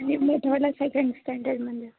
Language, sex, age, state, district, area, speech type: Marathi, female, 18-30, Maharashtra, Nagpur, urban, conversation